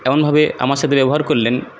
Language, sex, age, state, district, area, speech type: Bengali, male, 18-30, West Bengal, Purulia, urban, spontaneous